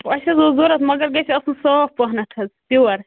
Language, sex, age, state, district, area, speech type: Kashmiri, female, 30-45, Jammu and Kashmir, Baramulla, rural, conversation